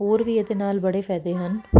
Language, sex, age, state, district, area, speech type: Punjabi, female, 30-45, Punjab, Kapurthala, urban, spontaneous